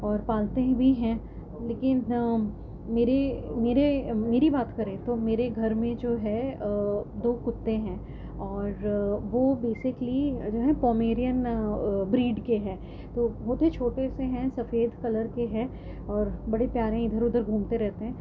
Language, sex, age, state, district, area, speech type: Urdu, female, 30-45, Delhi, North East Delhi, urban, spontaneous